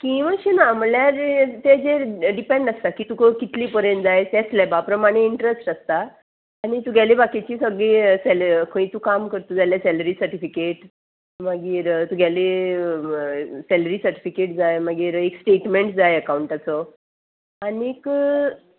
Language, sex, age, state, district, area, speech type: Goan Konkani, female, 45-60, Goa, Salcete, urban, conversation